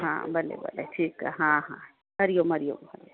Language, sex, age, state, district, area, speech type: Sindhi, female, 45-60, Gujarat, Kutch, rural, conversation